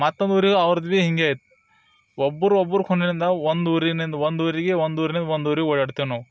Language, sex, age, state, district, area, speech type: Kannada, male, 30-45, Karnataka, Bidar, urban, spontaneous